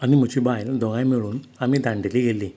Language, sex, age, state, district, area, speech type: Goan Konkani, male, 30-45, Goa, Salcete, rural, spontaneous